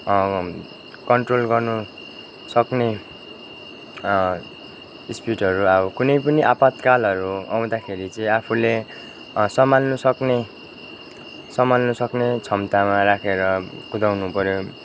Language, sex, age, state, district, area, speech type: Nepali, male, 30-45, West Bengal, Kalimpong, rural, spontaneous